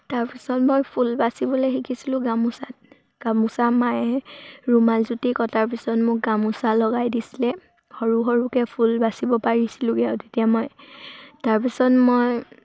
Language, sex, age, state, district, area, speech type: Assamese, female, 18-30, Assam, Sivasagar, rural, spontaneous